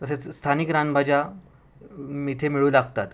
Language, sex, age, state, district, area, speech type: Marathi, male, 30-45, Maharashtra, Sindhudurg, rural, spontaneous